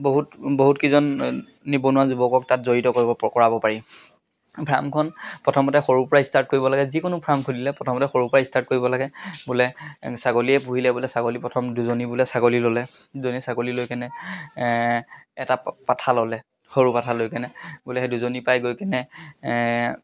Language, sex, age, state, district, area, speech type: Assamese, male, 30-45, Assam, Charaideo, rural, spontaneous